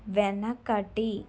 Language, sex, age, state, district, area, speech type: Telugu, female, 30-45, Andhra Pradesh, Kakinada, rural, read